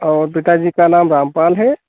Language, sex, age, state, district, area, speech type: Hindi, male, 45-60, Uttar Pradesh, Sitapur, rural, conversation